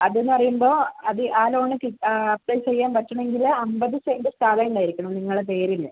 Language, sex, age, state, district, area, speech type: Malayalam, female, 45-60, Kerala, Wayanad, rural, conversation